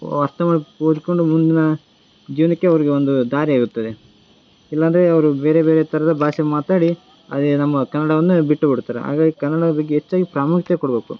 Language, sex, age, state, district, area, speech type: Kannada, male, 18-30, Karnataka, Koppal, rural, spontaneous